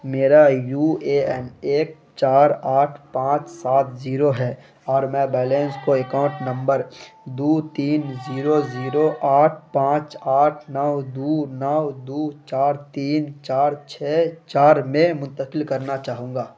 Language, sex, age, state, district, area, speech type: Urdu, male, 18-30, Bihar, Khagaria, rural, read